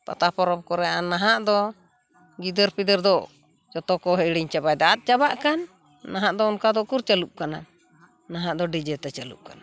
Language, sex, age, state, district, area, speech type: Santali, female, 45-60, West Bengal, Purulia, rural, spontaneous